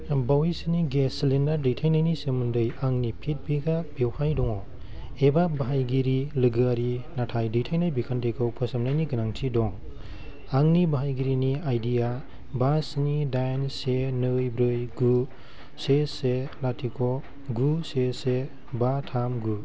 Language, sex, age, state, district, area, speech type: Bodo, male, 30-45, Assam, Kokrajhar, rural, read